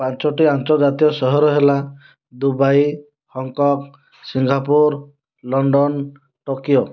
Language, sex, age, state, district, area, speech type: Odia, male, 30-45, Odisha, Kandhamal, rural, spontaneous